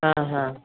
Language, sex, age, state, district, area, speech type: Kannada, female, 18-30, Karnataka, Udupi, rural, conversation